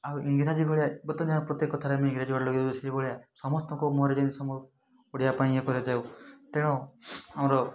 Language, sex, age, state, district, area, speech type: Odia, male, 30-45, Odisha, Mayurbhanj, rural, spontaneous